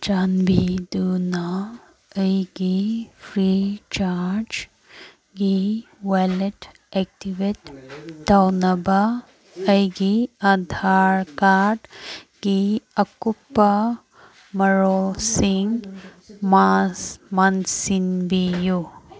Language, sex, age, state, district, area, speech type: Manipuri, female, 18-30, Manipur, Kangpokpi, urban, read